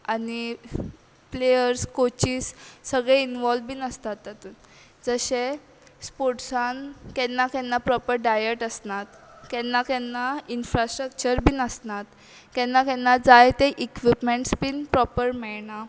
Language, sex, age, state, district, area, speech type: Goan Konkani, female, 18-30, Goa, Quepem, urban, spontaneous